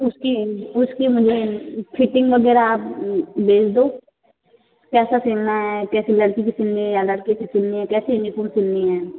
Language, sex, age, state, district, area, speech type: Hindi, female, 30-45, Rajasthan, Jodhpur, urban, conversation